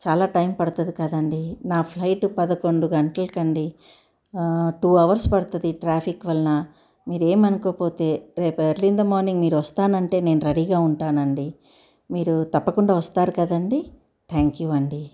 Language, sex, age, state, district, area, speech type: Telugu, female, 60+, Telangana, Medchal, urban, spontaneous